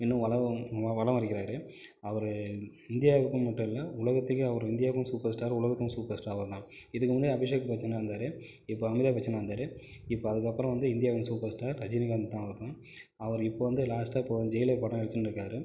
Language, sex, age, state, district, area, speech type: Tamil, male, 45-60, Tamil Nadu, Cuddalore, rural, spontaneous